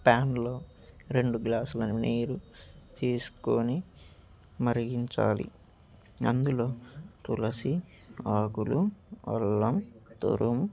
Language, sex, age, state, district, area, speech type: Telugu, male, 18-30, Andhra Pradesh, Annamaya, rural, spontaneous